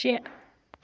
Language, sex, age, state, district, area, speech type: Kashmiri, female, 18-30, Jammu and Kashmir, Budgam, rural, read